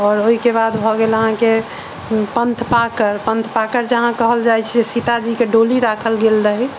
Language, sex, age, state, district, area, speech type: Maithili, female, 45-60, Bihar, Sitamarhi, urban, spontaneous